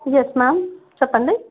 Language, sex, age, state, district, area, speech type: Telugu, female, 45-60, Telangana, Nizamabad, rural, conversation